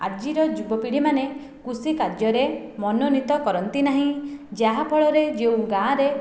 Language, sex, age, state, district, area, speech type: Odia, female, 18-30, Odisha, Khordha, rural, spontaneous